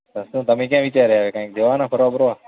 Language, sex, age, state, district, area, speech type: Gujarati, male, 18-30, Gujarat, Kutch, rural, conversation